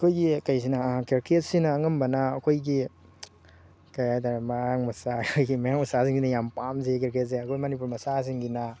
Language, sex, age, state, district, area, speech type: Manipuri, male, 18-30, Manipur, Thoubal, rural, spontaneous